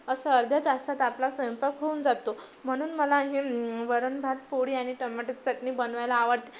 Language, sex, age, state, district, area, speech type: Marathi, female, 18-30, Maharashtra, Amravati, urban, spontaneous